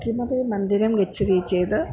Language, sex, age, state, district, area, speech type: Sanskrit, female, 60+, Kerala, Kannur, urban, spontaneous